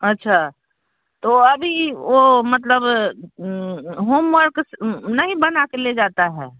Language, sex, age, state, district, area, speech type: Hindi, female, 45-60, Bihar, Darbhanga, rural, conversation